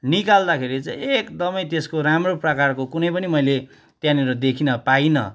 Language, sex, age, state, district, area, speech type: Nepali, male, 30-45, West Bengal, Kalimpong, rural, spontaneous